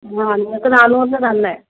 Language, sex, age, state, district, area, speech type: Malayalam, male, 45-60, Kerala, Wayanad, rural, conversation